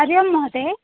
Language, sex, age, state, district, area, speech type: Sanskrit, female, 18-30, Odisha, Cuttack, rural, conversation